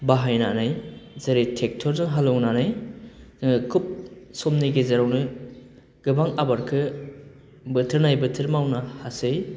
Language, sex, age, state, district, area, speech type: Bodo, male, 30-45, Assam, Baksa, urban, spontaneous